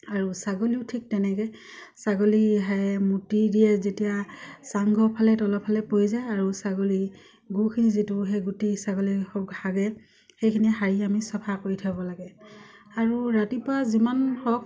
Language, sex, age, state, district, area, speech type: Assamese, female, 30-45, Assam, Dibrugarh, rural, spontaneous